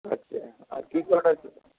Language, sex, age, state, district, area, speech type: Bengali, male, 45-60, West Bengal, Hooghly, urban, conversation